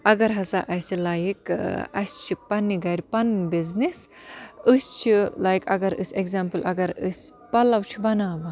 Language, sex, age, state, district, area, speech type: Kashmiri, female, 30-45, Jammu and Kashmir, Baramulla, rural, spontaneous